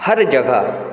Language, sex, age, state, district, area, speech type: Hindi, male, 30-45, Madhya Pradesh, Hoshangabad, rural, spontaneous